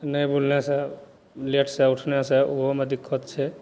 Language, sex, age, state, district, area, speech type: Maithili, male, 45-60, Bihar, Madhepura, rural, spontaneous